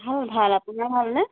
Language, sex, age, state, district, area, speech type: Assamese, female, 30-45, Assam, Nagaon, rural, conversation